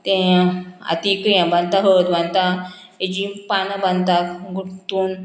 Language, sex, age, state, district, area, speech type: Goan Konkani, female, 45-60, Goa, Murmgao, rural, spontaneous